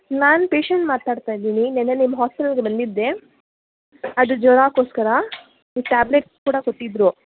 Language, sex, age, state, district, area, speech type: Kannada, female, 45-60, Karnataka, Davanagere, urban, conversation